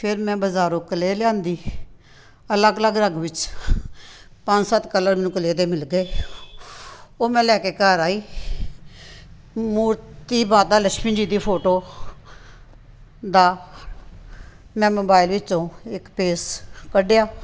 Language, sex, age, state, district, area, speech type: Punjabi, female, 60+, Punjab, Tarn Taran, urban, spontaneous